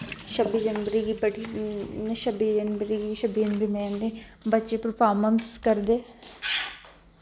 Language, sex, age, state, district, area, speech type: Dogri, female, 18-30, Jammu and Kashmir, Kathua, rural, spontaneous